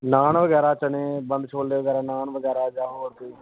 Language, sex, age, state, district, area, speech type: Punjabi, male, 30-45, Punjab, Pathankot, urban, conversation